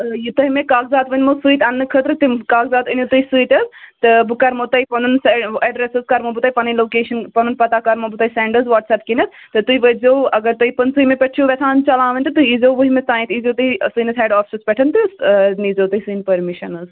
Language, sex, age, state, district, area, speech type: Kashmiri, female, 18-30, Jammu and Kashmir, Bandipora, rural, conversation